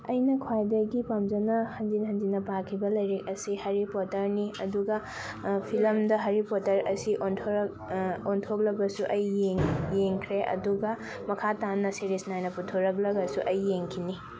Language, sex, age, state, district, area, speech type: Manipuri, female, 18-30, Manipur, Thoubal, rural, spontaneous